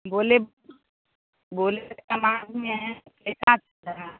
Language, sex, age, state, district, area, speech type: Hindi, female, 45-60, Bihar, Begusarai, rural, conversation